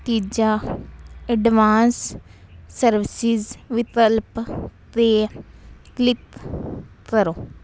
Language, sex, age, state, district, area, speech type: Punjabi, female, 18-30, Punjab, Fazilka, urban, spontaneous